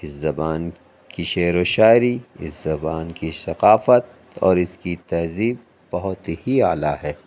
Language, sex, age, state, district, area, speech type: Urdu, male, 45-60, Uttar Pradesh, Lucknow, rural, spontaneous